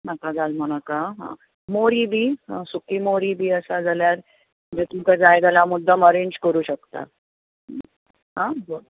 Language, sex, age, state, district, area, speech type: Goan Konkani, female, 30-45, Goa, Bardez, rural, conversation